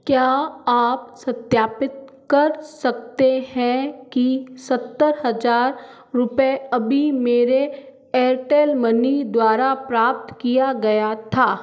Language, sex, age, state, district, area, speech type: Hindi, female, 60+, Rajasthan, Jodhpur, urban, read